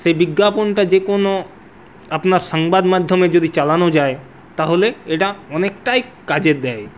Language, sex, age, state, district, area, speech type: Bengali, male, 45-60, West Bengal, Purulia, urban, spontaneous